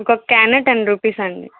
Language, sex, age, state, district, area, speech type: Telugu, female, 18-30, Andhra Pradesh, Krishna, rural, conversation